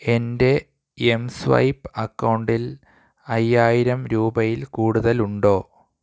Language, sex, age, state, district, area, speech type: Malayalam, male, 18-30, Kerala, Thiruvananthapuram, urban, read